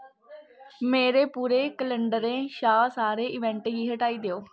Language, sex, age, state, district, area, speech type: Dogri, female, 18-30, Jammu and Kashmir, Kathua, rural, read